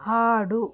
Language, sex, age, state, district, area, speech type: Telugu, female, 45-60, Andhra Pradesh, Alluri Sitarama Raju, rural, read